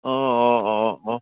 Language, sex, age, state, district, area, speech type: Assamese, male, 60+, Assam, Tinsukia, rural, conversation